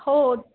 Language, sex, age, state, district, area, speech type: Marathi, female, 30-45, Maharashtra, Kolhapur, urban, conversation